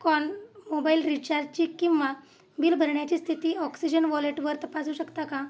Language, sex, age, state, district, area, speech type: Marathi, female, 30-45, Maharashtra, Osmanabad, rural, read